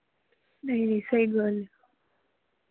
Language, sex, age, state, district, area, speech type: Punjabi, female, 18-30, Punjab, Fazilka, rural, conversation